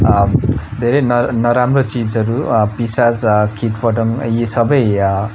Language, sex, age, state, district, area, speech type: Nepali, male, 18-30, West Bengal, Darjeeling, rural, spontaneous